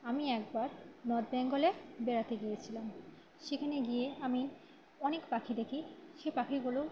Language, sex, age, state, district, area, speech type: Bengali, female, 30-45, West Bengal, Birbhum, urban, spontaneous